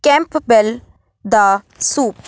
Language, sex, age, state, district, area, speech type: Punjabi, female, 18-30, Punjab, Kapurthala, rural, spontaneous